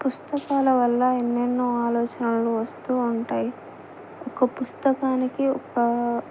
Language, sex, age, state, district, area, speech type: Telugu, female, 18-30, Telangana, Adilabad, urban, spontaneous